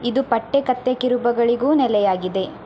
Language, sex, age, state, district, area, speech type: Kannada, female, 18-30, Karnataka, Udupi, rural, read